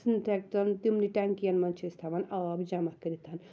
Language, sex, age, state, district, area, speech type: Kashmiri, female, 30-45, Jammu and Kashmir, Srinagar, rural, spontaneous